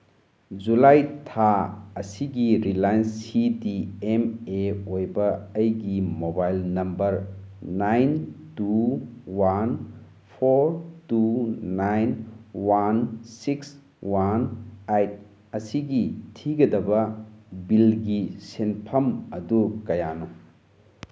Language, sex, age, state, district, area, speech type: Manipuri, male, 45-60, Manipur, Churachandpur, urban, read